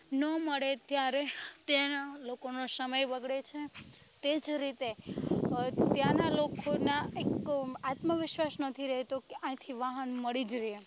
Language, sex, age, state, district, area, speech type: Gujarati, female, 18-30, Gujarat, Rajkot, rural, spontaneous